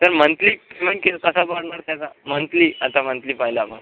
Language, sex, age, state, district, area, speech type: Marathi, male, 18-30, Maharashtra, Washim, rural, conversation